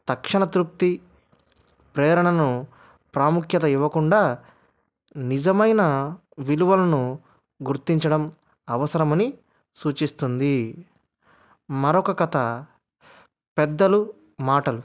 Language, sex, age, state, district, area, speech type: Telugu, male, 30-45, Andhra Pradesh, Anantapur, urban, spontaneous